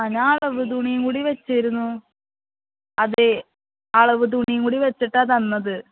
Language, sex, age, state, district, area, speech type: Malayalam, female, 30-45, Kerala, Palakkad, urban, conversation